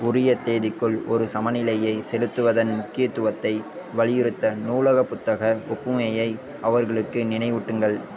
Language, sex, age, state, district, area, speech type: Tamil, male, 18-30, Tamil Nadu, Karur, rural, read